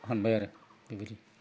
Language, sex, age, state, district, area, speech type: Bodo, male, 60+, Assam, Udalguri, rural, spontaneous